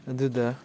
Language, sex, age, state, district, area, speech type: Manipuri, male, 18-30, Manipur, Chandel, rural, spontaneous